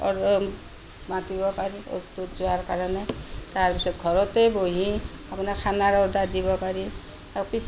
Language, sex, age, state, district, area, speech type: Assamese, female, 45-60, Assam, Kamrup Metropolitan, urban, spontaneous